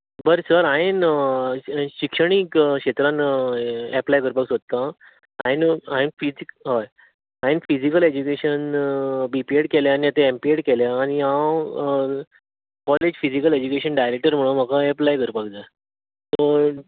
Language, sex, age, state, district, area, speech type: Goan Konkani, male, 30-45, Goa, Bardez, rural, conversation